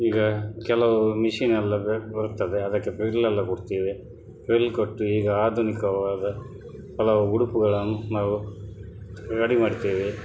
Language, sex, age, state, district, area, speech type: Kannada, male, 60+, Karnataka, Dakshina Kannada, rural, spontaneous